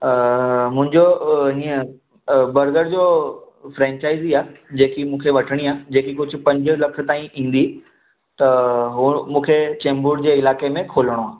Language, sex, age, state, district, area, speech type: Sindhi, male, 18-30, Maharashtra, Mumbai Suburban, urban, conversation